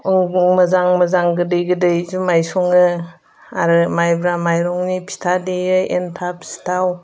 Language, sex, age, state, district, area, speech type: Bodo, female, 30-45, Assam, Udalguri, urban, spontaneous